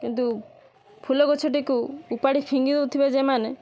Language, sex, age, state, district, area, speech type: Odia, female, 18-30, Odisha, Balasore, rural, spontaneous